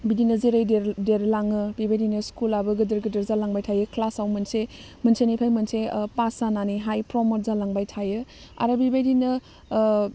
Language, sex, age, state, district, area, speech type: Bodo, female, 18-30, Assam, Udalguri, urban, spontaneous